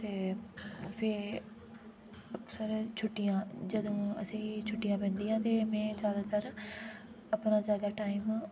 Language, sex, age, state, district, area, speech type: Dogri, female, 18-30, Jammu and Kashmir, Udhampur, urban, spontaneous